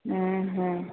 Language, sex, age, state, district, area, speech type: Odia, female, 45-60, Odisha, Sambalpur, rural, conversation